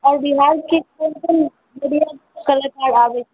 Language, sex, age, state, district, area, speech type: Maithili, female, 45-60, Bihar, Sitamarhi, urban, conversation